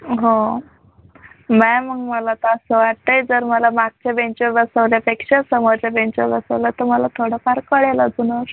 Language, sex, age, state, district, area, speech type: Marathi, female, 18-30, Maharashtra, Buldhana, rural, conversation